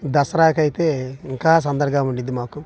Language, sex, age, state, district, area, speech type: Telugu, male, 30-45, Andhra Pradesh, Bapatla, urban, spontaneous